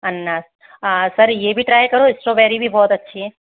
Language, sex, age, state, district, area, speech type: Hindi, female, 30-45, Rajasthan, Jaipur, urban, conversation